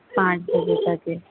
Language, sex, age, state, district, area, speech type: Urdu, female, 30-45, Delhi, North East Delhi, urban, conversation